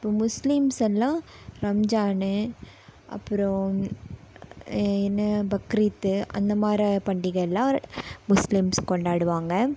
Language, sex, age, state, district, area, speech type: Tamil, female, 18-30, Tamil Nadu, Coimbatore, rural, spontaneous